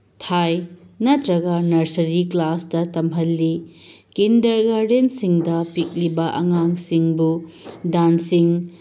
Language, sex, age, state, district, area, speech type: Manipuri, female, 30-45, Manipur, Tengnoupal, urban, spontaneous